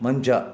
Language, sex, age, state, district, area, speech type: Kannada, male, 60+, Karnataka, Chamarajanagar, rural, read